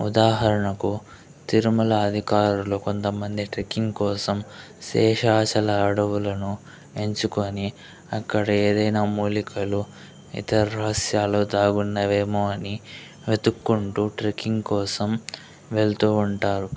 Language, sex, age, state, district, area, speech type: Telugu, male, 18-30, Andhra Pradesh, Chittoor, urban, spontaneous